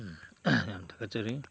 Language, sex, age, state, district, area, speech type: Manipuri, male, 60+, Manipur, Chandel, rural, spontaneous